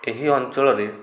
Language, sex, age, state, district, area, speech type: Odia, male, 18-30, Odisha, Kendujhar, urban, spontaneous